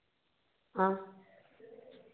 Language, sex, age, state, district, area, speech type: Hindi, female, 30-45, Uttar Pradesh, Varanasi, urban, conversation